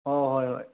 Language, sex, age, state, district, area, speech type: Manipuri, male, 45-60, Manipur, Bishnupur, rural, conversation